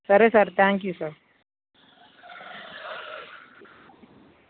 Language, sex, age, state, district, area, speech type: Telugu, male, 18-30, Andhra Pradesh, Guntur, urban, conversation